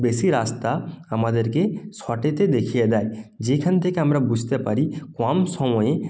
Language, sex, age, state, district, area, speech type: Bengali, male, 18-30, West Bengal, Purba Medinipur, rural, spontaneous